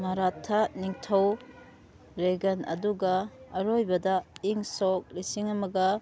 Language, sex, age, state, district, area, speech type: Manipuri, female, 30-45, Manipur, Kangpokpi, urban, read